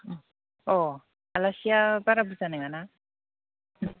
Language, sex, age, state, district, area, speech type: Bodo, female, 30-45, Assam, Baksa, rural, conversation